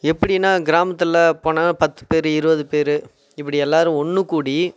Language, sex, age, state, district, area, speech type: Tamil, male, 30-45, Tamil Nadu, Tiruvannamalai, rural, spontaneous